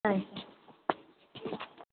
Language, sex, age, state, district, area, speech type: Malayalam, female, 18-30, Kerala, Kottayam, rural, conversation